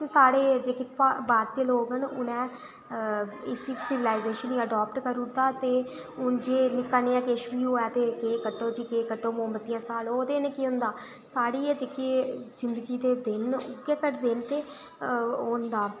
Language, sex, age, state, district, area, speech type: Dogri, female, 18-30, Jammu and Kashmir, Udhampur, rural, spontaneous